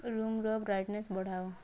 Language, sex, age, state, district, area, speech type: Odia, female, 18-30, Odisha, Bargarh, rural, read